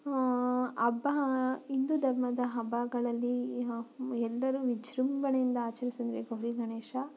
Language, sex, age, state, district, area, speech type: Kannada, female, 30-45, Karnataka, Tumkur, rural, spontaneous